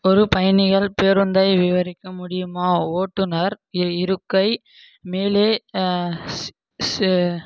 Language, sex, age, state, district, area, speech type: Tamil, male, 18-30, Tamil Nadu, Krishnagiri, rural, spontaneous